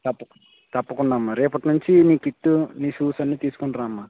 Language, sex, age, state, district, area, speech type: Telugu, male, 18-30, Andhra Pradesh, West Godavari, rural, conversation